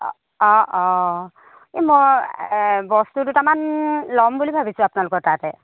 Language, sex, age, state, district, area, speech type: Assamese, female, 45-60, Assam, Jorhat, urban, conversation